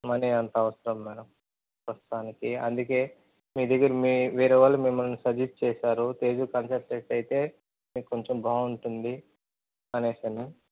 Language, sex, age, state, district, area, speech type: Telugu, male, 30-45, Andhra Pradesh, Sri Balaji, urban, conversation